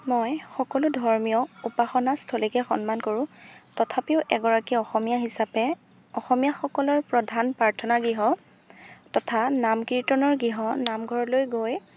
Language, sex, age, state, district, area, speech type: Assamese, female, 18-30, Assam, Golaghat, urban, spontaneous